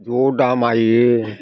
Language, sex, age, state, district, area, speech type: Bodo, male, 60+, Assam, Chirang, rural, spontaneous